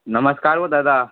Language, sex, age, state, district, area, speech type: Marathi, male, 18-30, Maharashtra, Amravati, rural, conversation